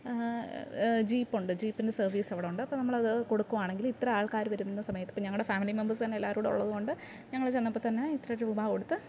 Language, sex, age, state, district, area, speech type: Malayalam, female, 18-30, Kerala, Alappuzha, rural, spontaneous